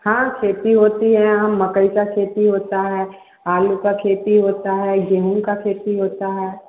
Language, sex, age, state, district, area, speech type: Hindi, female, 30-45, Bihar, Samastipur, rural, conversation